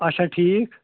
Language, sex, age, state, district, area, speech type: Kashmiri, male, 45-60, Jammu and Kashmir, Ganderbal, rural, conversation